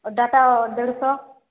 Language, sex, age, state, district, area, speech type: Odia, female, 45-60, Odisha, Boudh, rural, conversation